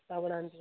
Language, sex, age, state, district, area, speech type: Odia, female, 18-30, Odisha, Nabarangpur, urban, conversation